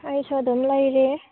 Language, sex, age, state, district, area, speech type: Manipuri, female, 30-45, Manipur, Tengnoupal, rural, conversation